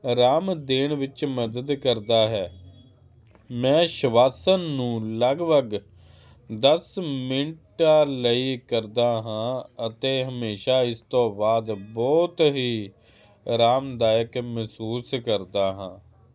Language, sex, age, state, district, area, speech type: Punjabi, male, 30-45, Punjab, Hoshiarpur, urban, spontaneous